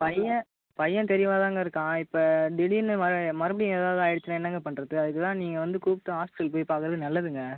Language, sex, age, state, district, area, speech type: Tamil, male, 18-30, Tamil Nadu, Cuddalore, rural, conversation